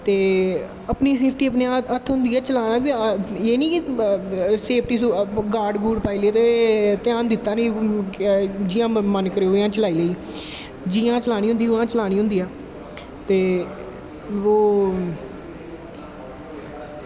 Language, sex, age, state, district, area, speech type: Dogri, male, 18-30, Jammu and Kashmir, Jammu, urban, spontaneous